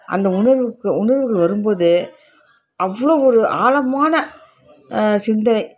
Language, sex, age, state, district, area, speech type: Tamil, female, 60+, Tamil Nadu, Krishnagiri, rural, spontaneous